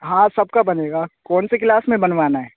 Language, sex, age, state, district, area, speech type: Urdu, male, 18-30, Bihar, Supaul, rural, conversation